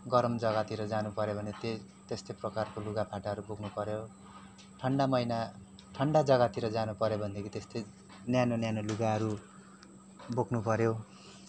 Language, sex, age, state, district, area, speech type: Nepali, male, 30-45, West Bengal, Kalimpong, rural, spontaneous